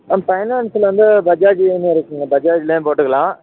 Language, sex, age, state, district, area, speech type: Tamil, male, 30-45, Tamil Nadu, Dharmapuri, rural, conversation